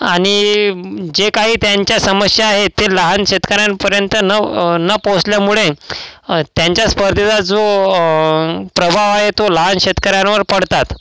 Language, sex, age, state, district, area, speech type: Marathi, male, 18-30, Maharashtra, Washim, rural, spontaneous